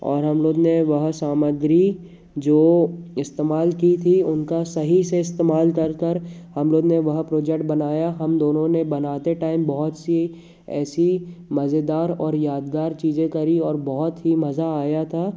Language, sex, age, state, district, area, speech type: Hindi, male, 30-45, Madhya Pradesh, Jabalpur, urban, spontaneous